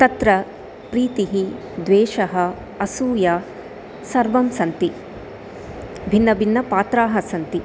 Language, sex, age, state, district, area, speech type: Sanskrit, female, 30-45, Andhra Pradesh, Chittoor, urban, spontaneous